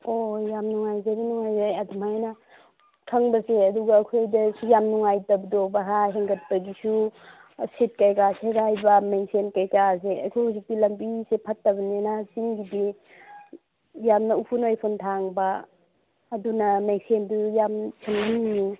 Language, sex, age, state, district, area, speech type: Manipuri, female, 30-45, Manipur, Churachandpur, urban, conversation